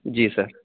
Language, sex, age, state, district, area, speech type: Urdu, male, 18-30, Delhi, Central Delhi, urban, conversation